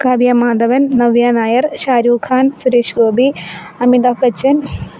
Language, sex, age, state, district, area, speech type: Malayalam, female, 30-45, Kerala, Kollam, rural, spontaneous